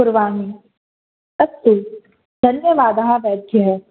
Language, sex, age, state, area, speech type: Sanskrit, female, 18-30, Rajasthan, urban, conversation